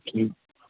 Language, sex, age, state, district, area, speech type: Urdu, male, 18-30, Bihar, Supaul, rural, conversation